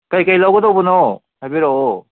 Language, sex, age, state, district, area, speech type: Manipuri, male, 60+, Manipur, Kangpokpi, urban, conversation